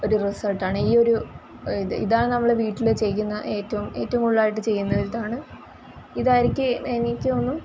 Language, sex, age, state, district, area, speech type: Malayalam, female, 18-30, Kerala, Kollam, rural, spontaneous